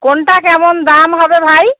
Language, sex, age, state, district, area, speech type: Bengali, female, 30-45, West Bengal, Howrah, urban, conversation